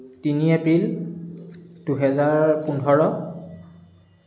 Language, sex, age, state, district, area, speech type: Assamese, male, 18-30, Assam, Charaideo, urban, spontaneous